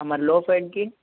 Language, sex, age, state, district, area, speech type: Telugu, male, 18-30, Andhra Pradesh, Eluru, urban, conversation